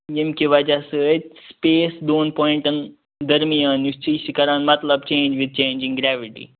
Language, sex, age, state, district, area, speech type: Kashmiri, male, 30-45, Jammu and Kashmir, Kupwara, rural, conversation